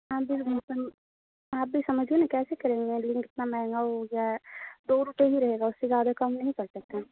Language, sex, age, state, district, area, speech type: Urdu, female, 18-30, Bihar, Saharsa, rural, conversation